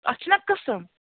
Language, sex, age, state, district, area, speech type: Kashmiri, female, 30-45, Jammu and Kashmir, Ganderbal, rural, conversation